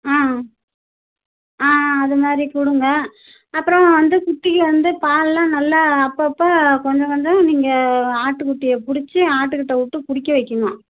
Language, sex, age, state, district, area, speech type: Tamil, female, 60+, Tamil Nadu, Tiruchirappalli, rural, conversation